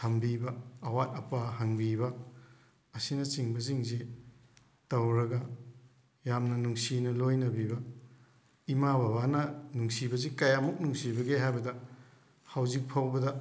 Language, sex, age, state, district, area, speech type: Manipuri, male, 30-45, Manipur, Thoubal, rural, spontaneous